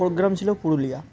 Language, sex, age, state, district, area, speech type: Bengali, male, 18-30, West Bengal, Uttar Dinajpur, urban, spontaneous